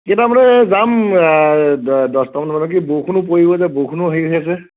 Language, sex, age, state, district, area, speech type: Assamese, male, 30-45, Assam, Nagaon, rural, conversation